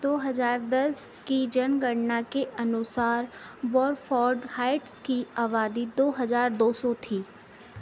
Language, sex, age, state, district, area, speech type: Hindi, female, 45-60, Madhya Pradesh, Harda, urban, read